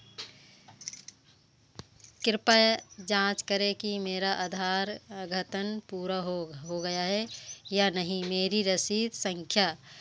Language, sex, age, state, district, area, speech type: Hindi, female, 45-60, Madhya Pradesh, Seoni, urban, read